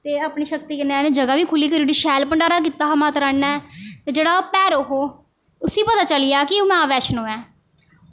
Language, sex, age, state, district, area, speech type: Dogri, female, 18-30, Jammu and Kashmir, Jammu, rural, spontaneous